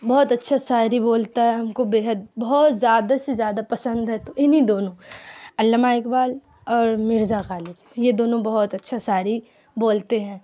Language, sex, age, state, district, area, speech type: Urdu, female, 18-30, Bihar, Darbhanga, rural, spontaneous